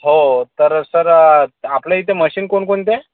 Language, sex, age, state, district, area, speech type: Marathi, male, 18-30, Maharashtra, Yavatmal, rural, conversation